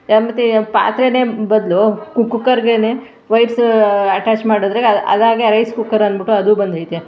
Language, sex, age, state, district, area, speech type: Kannada, female, 45-60, Karnataka, Mandya, rural, spontaneous